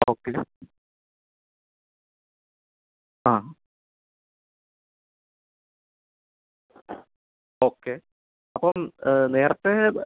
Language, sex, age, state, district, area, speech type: Malayalam, male, 30-45, Kerala, Kottayam, rural, conversation